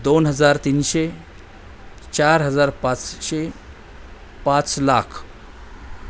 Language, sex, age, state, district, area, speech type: Marathi, male, 45-60, Maharashtra, Mumbai Suburban, urban, spontaneous